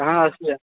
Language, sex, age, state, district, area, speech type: Maithili, male, 18-30, Bihar, Muzaffarpur, rural, conversation